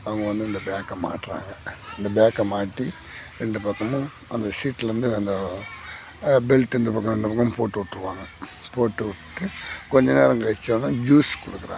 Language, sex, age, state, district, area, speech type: Tamil, male, 60+, Tamil Nadu, Kallakurichi, urban, spontaneous